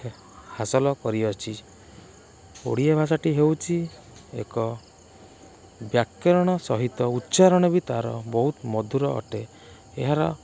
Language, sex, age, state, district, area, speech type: Odia, male, 18-30, Odisha, Kendrapara, urban, spontaneous